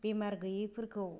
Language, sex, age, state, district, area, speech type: Bodo, female, 18-30, Assam, Kokrajhar, rural, spontaneous